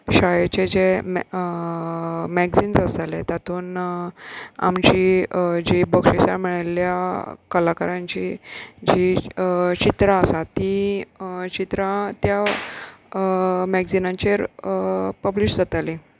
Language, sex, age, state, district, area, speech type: Goan Konkani, female, 30-45, Goa, Salcete, rural, spontaneous